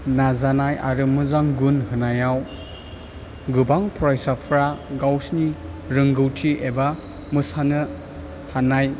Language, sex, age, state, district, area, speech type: Bodo, male, 18-30, Assam, Chirang, urban, spontaneous